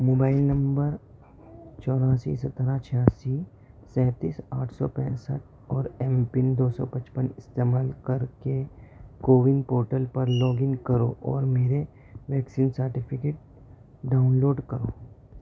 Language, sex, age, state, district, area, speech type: Urdu, male, 45-60, Delhi, Central Delhi, urban, read